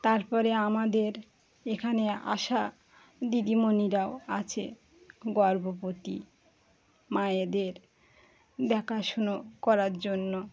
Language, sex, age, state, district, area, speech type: Bengali, female, 30-45, West Bengal, Birbhum, urban, spontaneous